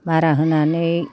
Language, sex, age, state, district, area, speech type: Bodo, female, 60+, Assam, Kokrajhar, rural, spontaneous